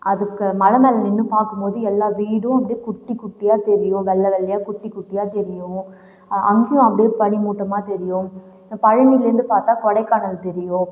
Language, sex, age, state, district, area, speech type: Tamil, female, 18-30, Tamil Nadu, Cuddalore, rural, spontaneous